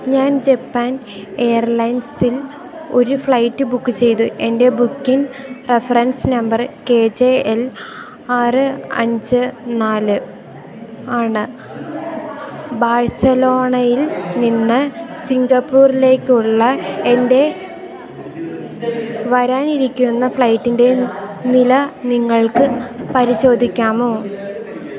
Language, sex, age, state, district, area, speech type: Malayalam, female, 18-30, Kerala, Idukki, rural, read